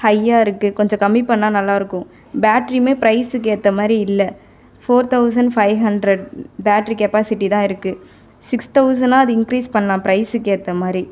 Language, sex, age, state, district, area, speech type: Tamil, female, 18-30, Tamil Nadu, Viluppuram, urban, spontaneous